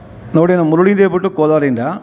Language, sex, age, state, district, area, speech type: Kannada, male, 45-60, Karnataka, Kolar, rural, spontaneous